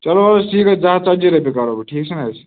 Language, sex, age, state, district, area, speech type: Kashmiri, male, 18-30, Jammu and Kashmir, Ganderbal, rural, conversation